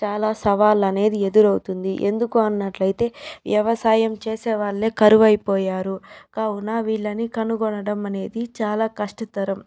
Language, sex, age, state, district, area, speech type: Telugu, female, 30-45, Andhra Pradesh, Chittoor, rural, spontaneous